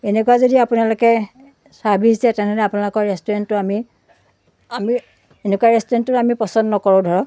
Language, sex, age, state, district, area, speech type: Assamese, female, 45-60, Assam, Biswanath, rural, spontaneous